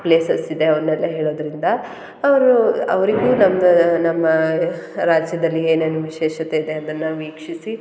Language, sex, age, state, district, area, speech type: Kannada, female, 30-45, Karnataka, Hassan, urban, spontaneous